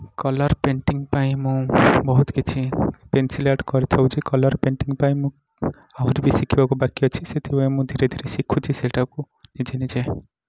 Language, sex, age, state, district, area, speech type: Odia, male, 18-30, Odisha, Nayagarh, rural, spontaneous